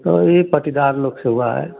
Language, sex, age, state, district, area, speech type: Hindi, male, 30-45, Uttar Pradesh, Ghazipur, rural, conversation